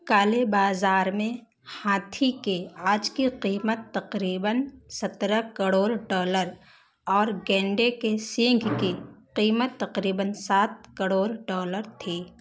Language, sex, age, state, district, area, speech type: Urdu, female, 18-30, Bihar, Saharsa, rural, read